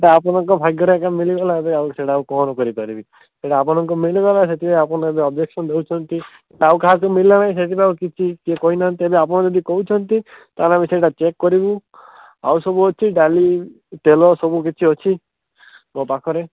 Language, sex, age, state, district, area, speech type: Odia, male, 18-30, Odisha, Malkangiri, urban, conversation